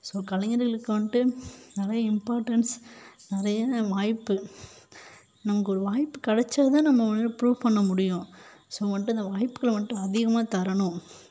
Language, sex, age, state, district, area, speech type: Tamil, female, 30-45, Tamil Nadu, Mayiladuthurai, rural, spontaneous